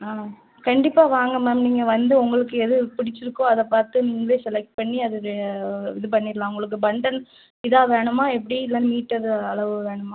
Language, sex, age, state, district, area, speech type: Tamil, female, 30-45, Tamil Nadu, Thoothukudi, rural, conversation